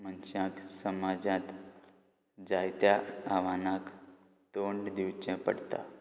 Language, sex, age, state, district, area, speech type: Goan Konkani, male, 18-30, Goa, Quepem, rural, spontaneous